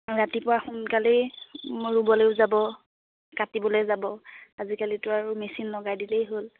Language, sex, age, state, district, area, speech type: Assamese, female, 18-30, Assam, Biswanath, rural, conversation